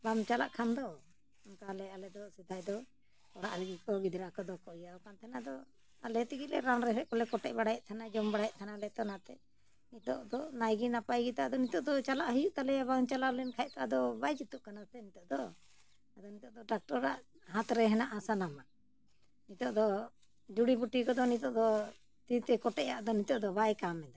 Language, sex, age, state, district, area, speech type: Santali, female, 60+, Jharkhand, Bokaro, rural, spontaneous